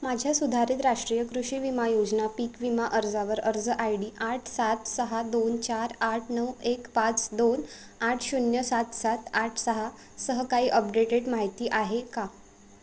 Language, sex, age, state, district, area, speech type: Marathi, female, 18-30, Maharashtra, Wardha, rural, read